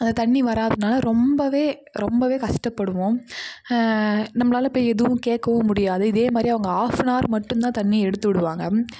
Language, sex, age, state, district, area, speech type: Tamil, female, 18-30, Tamil Nadu, Kallakurichi, urban, spontaneous